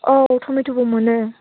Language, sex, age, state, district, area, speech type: Bodo, female, 45-60, Assam, Chirang, rural, conversation